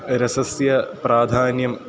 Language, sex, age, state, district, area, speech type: Sanskrit, male, 18-30, Kerala, Ernakulam, rural, spontaneous